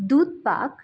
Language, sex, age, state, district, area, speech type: Bengali, female, 18-30, West Bengal, Hooghly, urban, spontaneous